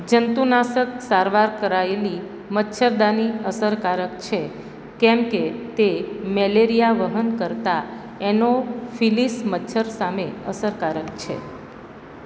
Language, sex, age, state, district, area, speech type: Gujarati, female, 60+, Gujarat, Valsad, urban, read